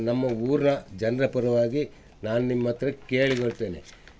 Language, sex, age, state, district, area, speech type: Kannada, male, 60+, Karnataka, Udupi, rural, spontaneous